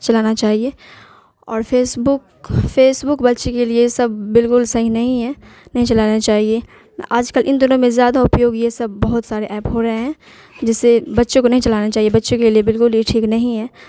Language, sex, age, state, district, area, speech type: Urdu, female, 18-30, Bihar, Khagaria, rural, spontaneous